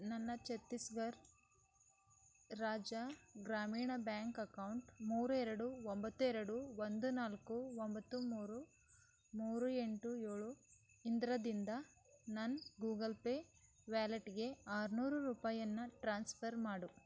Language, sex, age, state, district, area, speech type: Kannada, female, 18-30, Karnataka, Bidar, rural, read